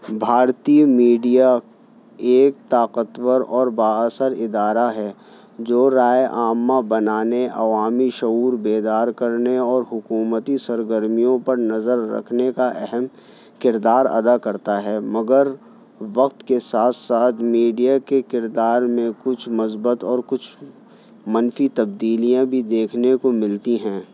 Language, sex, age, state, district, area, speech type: Urdu, male, 30-45, Delhi, New Delhi, urban, spontaneous